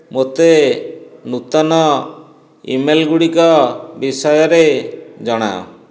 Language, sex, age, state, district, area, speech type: Odia, male, 45-60, Odisha, Dhenkanal, rural, read